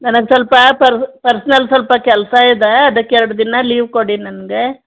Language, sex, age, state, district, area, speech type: Kannada, female, 45-60, Karnataka, Chamarajanagar, rural, conversation